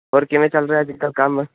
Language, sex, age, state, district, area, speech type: Punjabi, male, 18-30, Punjab, Ludhiana, urban, conversation